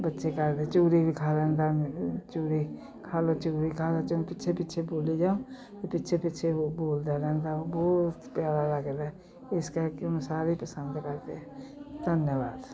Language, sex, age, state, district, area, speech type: Punjabi, female, 60+, Punjab, Jalandhar, urban, spontaneous